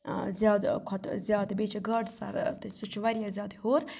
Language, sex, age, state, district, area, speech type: Kashmiri, female, 30-45, Jammu and Kashmir, Budgam, rural, spontaneous